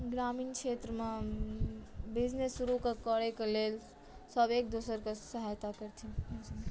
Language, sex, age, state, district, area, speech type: Maithili, female, 18-30, Bihar, Madhubani, rural, spontaneous